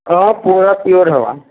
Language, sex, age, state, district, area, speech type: Odia, male, 45-60, Odisha, Nuapada, urban, conversation